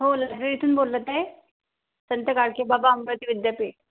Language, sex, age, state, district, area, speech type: Marathi, female, 18-30, Maharashtra, Amravati, rural, conversation